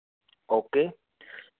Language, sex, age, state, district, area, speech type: Hindi, male, 18-30, Rajasthan, Karauli, rural, conversation